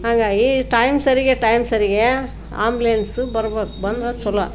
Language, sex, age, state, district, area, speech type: Kannada, female, 60+, Karnataka, Koppal, rural, spontaneous